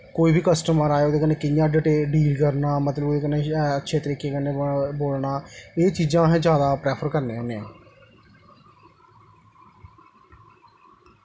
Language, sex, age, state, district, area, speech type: Dogri, male, 30-45, Jammu and Kashmir, Jammu, rural, spontaneous